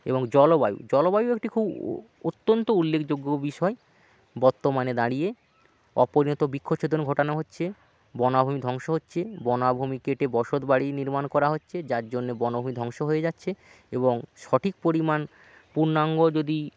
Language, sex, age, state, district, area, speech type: Bengali, male, 18-30, West Bengal, Jalpaiguri, rural, spontaneous